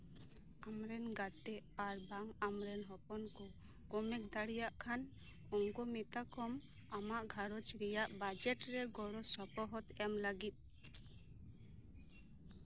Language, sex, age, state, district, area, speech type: Santali, female, 30-45, West Bengal, Birbhum, rural, read